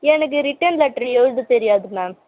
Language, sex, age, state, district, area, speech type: Tamil, female, 18-30, Tamil Nadu, Vellore, urban, conversation